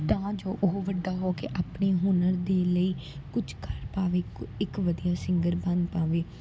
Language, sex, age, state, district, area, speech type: Punjabi, female, 18-30, Punjab, Gurdaspur, rural, spontaneous